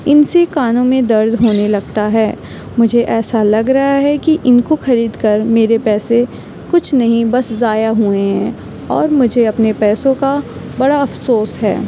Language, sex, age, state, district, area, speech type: Urdu, female, 18-30, Uttar Pradesh, Aligarh, urban, spontaneous